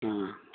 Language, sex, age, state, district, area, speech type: Santali, male, 45-60, West Bengal, Bankura, rural, conversation